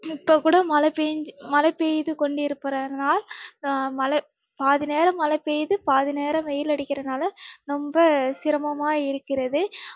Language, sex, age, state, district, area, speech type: Tamil, female, 18-30, Tamil Nadu, Nagapattinam, rural, spontaneous